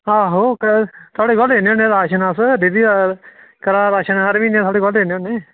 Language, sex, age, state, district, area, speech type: Dogri, male, 18-30, Jammu and Kashmir, Kathua, rural, conversation